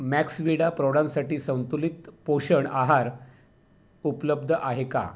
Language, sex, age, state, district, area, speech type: Marathi, male, 45-60, Maharashtra, Raigad, rural, read